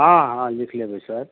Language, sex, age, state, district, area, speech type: Maithili, male, 45-60, Bihar, Madhubani, rural, conversation